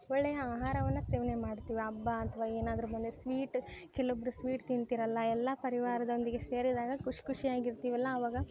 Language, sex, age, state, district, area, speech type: Kannada, female, 18-30, Karnataka, Koppal, urban, spontaneous